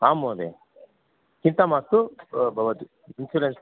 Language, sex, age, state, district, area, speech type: Sanskrit, male, 60+, Karnataka, Bangalore Urban, urban, conversation